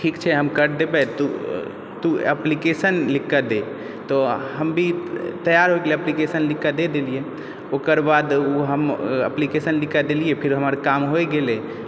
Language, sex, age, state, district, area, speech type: Maithili, male, 18-30, Bihar, Purnia, urban, spontaneous